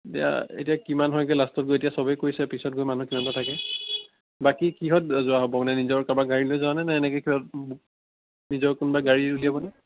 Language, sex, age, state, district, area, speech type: Assamese, male, 18-30, Assam, Biswanath, rural, conversation